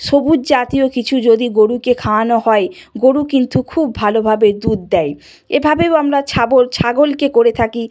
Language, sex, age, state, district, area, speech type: Bengali, female, 45-60, West Bengal, Purba Medinipur, rural, spontaneous